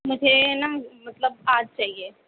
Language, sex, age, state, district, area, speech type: Urdu, female, 18-30, Uttar Pradesh, Gautam Buddha Nagar, urban, conversation